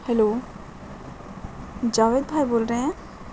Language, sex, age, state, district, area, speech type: Urdu, female, 18-30, Bihar, Gaya, urban, spontaneous